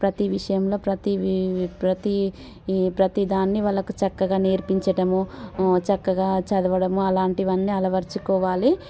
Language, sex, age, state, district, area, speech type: Telugu, female, 30-45, Telangana, Warangal, urban, spontaneous